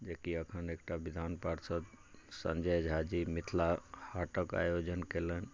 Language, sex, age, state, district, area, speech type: Maithili, male, 45-60, Bihar, Madhubani, rural, spontaneous